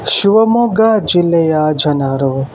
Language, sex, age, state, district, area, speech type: Kannada, male, 18-30, Karnataka, Shimoga, rural, spontaneous